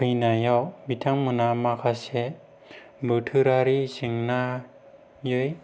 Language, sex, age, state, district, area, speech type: Bodo, male, 18-30, Assam, Kokrajhar, rural, spontaneous